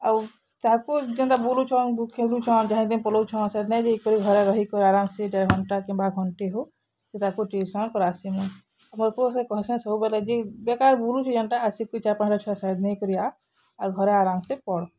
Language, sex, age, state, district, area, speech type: Odia, female, 45-60, Odisha, Bargarh, urban, spontaneous